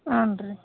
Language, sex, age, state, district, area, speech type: Kannada, female, 45-60, Karnataka, Chitradurga, rural, conversation